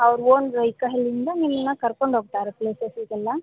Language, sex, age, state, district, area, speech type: Kannada, female, 18-30, Karnataka, Gadag, rural, conversation